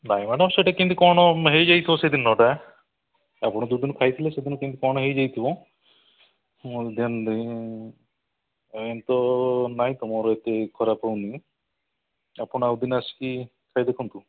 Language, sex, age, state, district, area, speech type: Odia, male, 45-60, Odisha, Kandhamal, rural, conversation